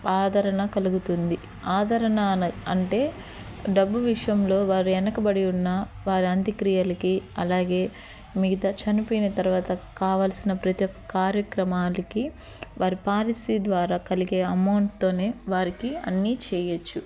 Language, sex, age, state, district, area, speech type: Telugu, female, 30-45, Andhra Pradesh, Eluru, urban, spontaneous